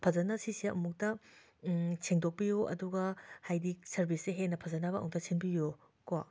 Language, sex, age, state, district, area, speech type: Manipuri, female, 45-60, Manipur, Imphal West, urban, spontaneous